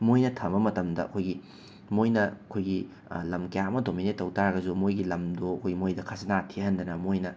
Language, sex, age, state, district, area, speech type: Manipuri, male, 30-45, Manipur, Imphal West, urban, spontaneous